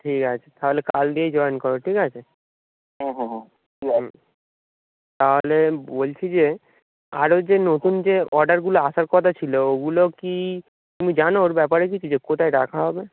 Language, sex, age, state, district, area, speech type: Bengali, male, 18-30, West Bengal, Dakshin Dinajpur, urban, conversation